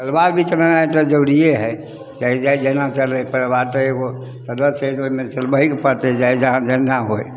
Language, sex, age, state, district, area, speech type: Maithili, male, 60+, Bihar, Samastipur, rural, spontaneous